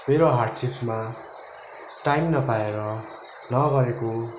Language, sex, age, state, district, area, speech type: Nepali, male, 18-30, West Bengal, Darjeeling, rural, spontaneous